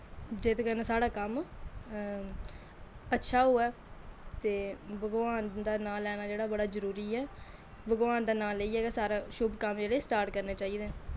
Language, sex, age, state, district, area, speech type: Dogri, female, 18-30, Jammu and Kashmir, Kathua, rural, spontaneous